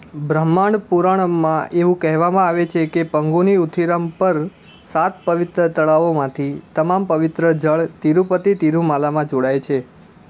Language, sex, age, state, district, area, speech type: Gujarati, male, 18-30, Gujarat, Ahmedabad, urban, read